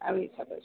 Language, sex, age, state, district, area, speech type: Gujarati, female, 60+, Gujarat, Ahmedabad, urban, conversation